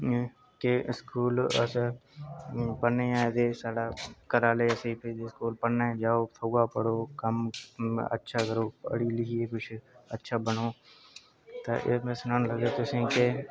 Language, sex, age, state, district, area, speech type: Dogri, male, 18-30, Jammu and Kashmir, Udhampur, rural, spontaneous